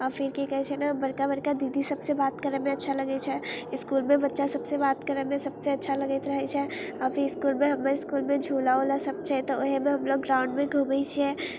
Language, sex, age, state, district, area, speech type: Maithili, female, 18-30, Bihar, Muzaffarpur, rural, spontaneous